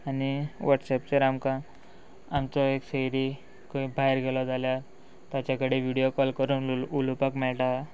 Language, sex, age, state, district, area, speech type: Goan Konkani, male, 18-30, Goa, Quepem, rural, spontaneous